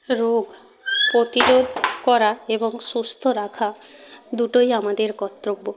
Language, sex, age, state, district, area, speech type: Bengali, female, 60+, West Bengal, Jhargram, rural, spontaneous